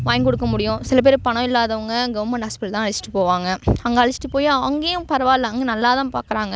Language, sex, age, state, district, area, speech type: Tamil, female, 18-30, Tamil Nadu, Thanjavur, urban, spontaneous